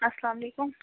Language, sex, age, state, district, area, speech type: Kashmiri, female, 60+, Jammu and Kashmir, Ganderbal, rural, conversation